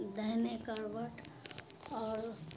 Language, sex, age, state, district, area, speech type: Urdu, female, 60+, Bihar, Khagaria, rural, spontaneous